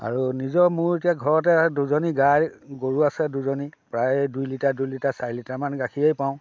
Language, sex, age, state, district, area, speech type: Assamese, male, 60+, Assam, Dhemaji, rural, spontaneous